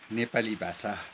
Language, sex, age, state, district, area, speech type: Nepali, male, 60+, West Bengal, Darjeeling, rural, spontaneous